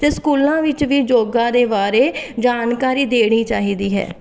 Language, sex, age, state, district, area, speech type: Punjabi, female, 30-45, Punjab, Fatehgarh Sahib, urban, spontaneous